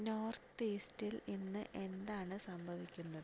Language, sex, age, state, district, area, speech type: Malayalam, female, 30-45, Kerala, Wayanad, rural, read